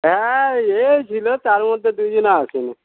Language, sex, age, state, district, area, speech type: Bengali, male, 45-60, West Bengal, Dakshin Dinajpur, rural, conversation